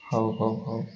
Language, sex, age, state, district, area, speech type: Odia, male, 30-45, Odisha, Koraput, urban, spontaneous